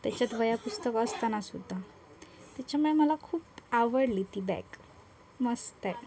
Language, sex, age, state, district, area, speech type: Marathi, female, 18-30, Maharashtra, Sindhudurg, rural, spontaneous